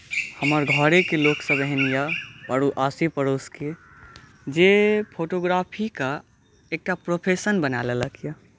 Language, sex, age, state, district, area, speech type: Maithili, male, 18-30, Bihar, Saharsa, rural, spontaneous